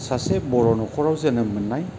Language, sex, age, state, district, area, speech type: Bodo, male, 45-60, Assam, Kokrajhar, rural, spontaneous